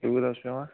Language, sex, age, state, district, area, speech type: Kashmiri, male, 45-60, Jammu and Kashmir, Bandipora, rural, conversation